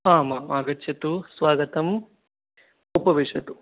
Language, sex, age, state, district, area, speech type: Sanskrit, male, 18-30, West Bengal, Alipurduar, rural, conversation